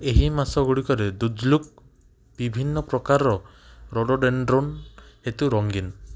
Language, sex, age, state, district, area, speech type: Odia, male, 18-30, Odisha, Cuttack, urban, read